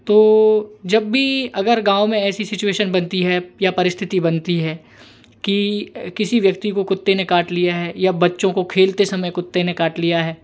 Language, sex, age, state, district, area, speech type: Hindi, male, 18-30, Madhya Pradesh, Hoshangabad, rural, spontaneous